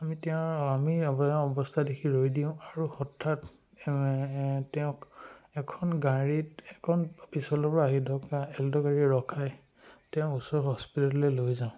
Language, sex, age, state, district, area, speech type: Assamese, male, 18-30, Assam, Charaideo, rural, spontaneous